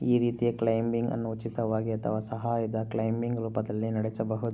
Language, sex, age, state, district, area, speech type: Kannada, male, 30-45, Karnataka, Chikkaballapur, rural, read